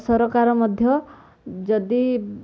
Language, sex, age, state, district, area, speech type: Odia, female, 18-30, Odisha, Koraput, urban, spontaneous